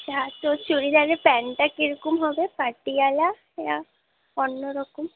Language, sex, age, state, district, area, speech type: Bengali, female, 18-30, West Bengal, Alipurduar, rural, conversation